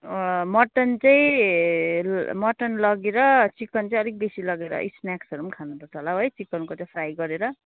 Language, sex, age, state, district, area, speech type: Nepali, female, 30-45, West Bengal, Kalimpong, rural, conversation